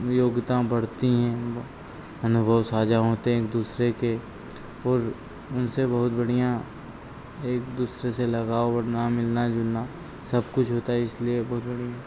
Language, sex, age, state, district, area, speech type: Hindi, male, 30-45, Madhya Pradesh, Harda, urban, spontaneous